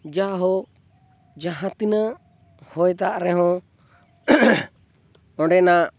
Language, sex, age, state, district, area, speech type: Santali, male, 30-45, Jharkhand, Seraikela Kharsawan, rural, spontaneous